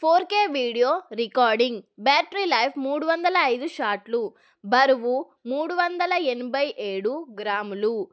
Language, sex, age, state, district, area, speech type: Telugu, female, 30-45, Telangana, Adilabad, rural, spontaneous